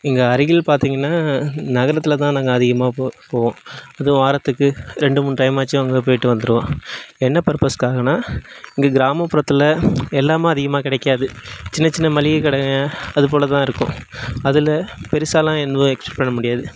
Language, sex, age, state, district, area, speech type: Tamil, male, 18-30, Tamil Nadu, Nagapattinam, urban, spontaneous